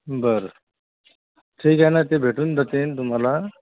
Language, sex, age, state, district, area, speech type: Marathi, male, 30-45, Maharashtra, Akola, rural, conversation